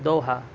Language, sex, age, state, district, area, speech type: Urdu, male, 18-30, Delhi, South Delhi, urban, spontaneous